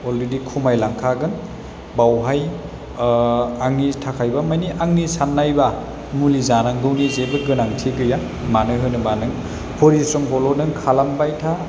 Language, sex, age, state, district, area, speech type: Bodo, male, 30-45, Assam, Chirang, rural, spontaneous